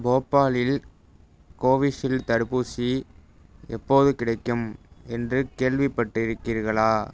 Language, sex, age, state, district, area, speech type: Tamil, male, 18-30, Tamil Nadu, Thanjavur, rural, read